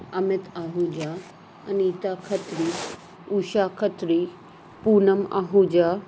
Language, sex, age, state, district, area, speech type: Sindhi, female, 18-30, Uttar Pradesh, Lucknow, urban, spontaneous